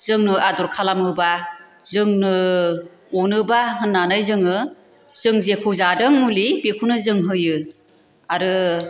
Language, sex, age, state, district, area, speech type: Bodo, female, 45-60, Assam, Chirang, rural, spontaneous